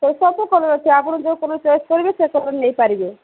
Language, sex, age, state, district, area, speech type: Odia, female, 30-45, Odisha, Sambalpur, rural, conversation